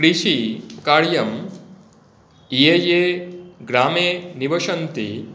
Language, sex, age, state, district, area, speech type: Sanskrit, male, 45-60, West Bengal, Hooghly, rural, spontaneous